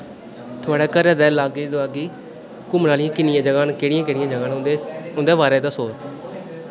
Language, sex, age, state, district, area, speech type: Dogri, male, 18-30, Jammu and Kashmir, Udhampur, rural, spontaneous